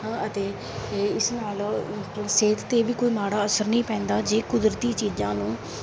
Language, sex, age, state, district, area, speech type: Punjabi, female, 18-30, Punjab, Mansa, rural, spontaneous